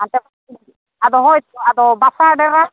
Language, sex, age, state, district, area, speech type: Santali, female, 45-60, Odisha, Mayurbhanj, rural, conversation